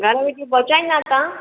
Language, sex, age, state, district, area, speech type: Sindhi, female, 60+, Gujarat, Surat, urban, conversation